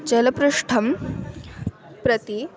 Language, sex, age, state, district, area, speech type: Sanskrit, female, 18-30, Andhra Pradesh, Eluru, rural, spontaneous